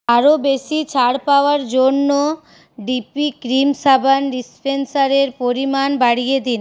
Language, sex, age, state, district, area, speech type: Bengali, female, 18-30, West Bengal, Paschim Bardhaman, rural, read